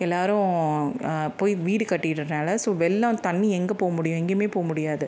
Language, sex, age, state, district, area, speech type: Tamil, female, 45-60, Tamil Nadu, Chennai, urban, spontaneous